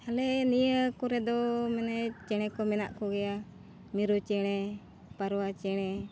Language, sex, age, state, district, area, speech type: Santali, female, 45-60, Jharkhand, Bokaro, rural, spontaneous